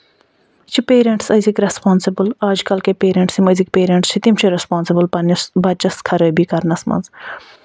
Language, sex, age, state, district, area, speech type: Kashmiri, female, 45-60, Jammu and Kashmir, Budgam, rural, spontaneous